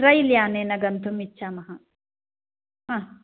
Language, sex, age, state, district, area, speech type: Sanskrit, female, 45-60, Karnataka, Uttara Kannada, rural, conversation